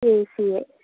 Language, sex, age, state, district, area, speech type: Telugu, female, 18-30, Andhra Pradesh, Anakapalli, rural, conversation